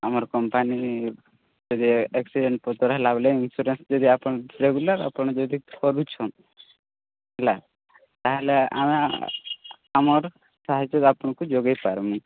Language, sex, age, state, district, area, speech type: Odia, male, 18-30, Odisha, Subarnapur, urban, conversation